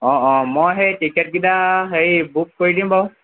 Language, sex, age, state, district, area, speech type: Assamese, male, 45-60, Assam, Charaideo, rural, conversation